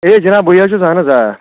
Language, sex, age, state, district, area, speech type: Kashmiri, male, 30-45, Jammu and Kashmir, Kulgam, urban, conversation